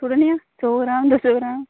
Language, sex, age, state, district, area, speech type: Dogri, female, 30-45, Jammu and Kashmir, Udhampur, rural, conversation